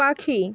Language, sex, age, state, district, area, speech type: Bengali, female, 30-45, West Bengal, Jhargram, rural, read